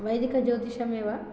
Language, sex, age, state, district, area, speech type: Sanskrit, female, 30-45, Telangana, Hyderabad, urban, spontaneous